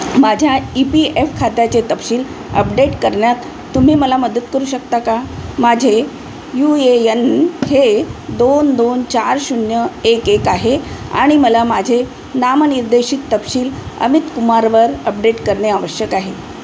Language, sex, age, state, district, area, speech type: Marathi, female, 60+, Maharashtra, Wardha, urban, read